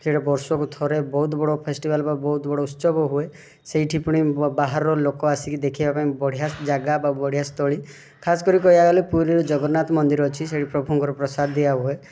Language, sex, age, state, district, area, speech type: Odia, male, 18-30, Odisha, Rayagada, rural, spontaneous